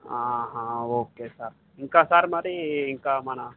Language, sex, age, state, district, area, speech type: Telugu, male, 30-45, Andhra Pradesh, Visakhapatnam, rural, conversation